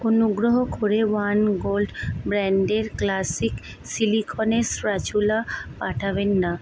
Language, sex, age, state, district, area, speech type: Bengali, female, 18-30, West Bengal, Kolkata, urban, read